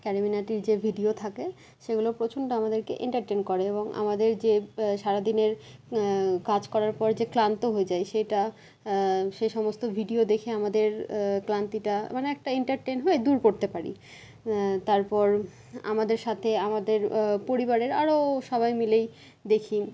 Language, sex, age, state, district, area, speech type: Bengali, female, 30-45, West Bengal, Malda, rural, spontaneous